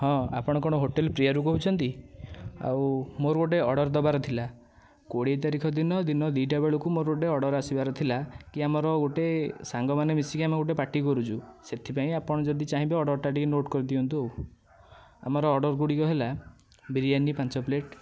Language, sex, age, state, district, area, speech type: Odia, male, 18-30, Odisha, Nayagarh, rural, spontaneous